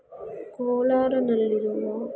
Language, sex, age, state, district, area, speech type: Kannada, female, 60+, Karnataka, Kolar, rural, spontaneous